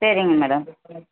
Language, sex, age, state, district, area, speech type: Tamil, female, 18-30, Tamil Nadu, Tenkasi, urban, conversation